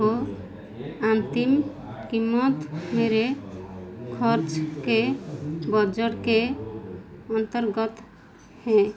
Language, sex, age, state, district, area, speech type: Hindi, female, 45-60, Madhya Pradesh, Chhindwara, rural, read